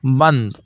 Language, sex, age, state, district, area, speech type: Urdu, male, 60+, Uttar Pradesh, Lucknow, urban, read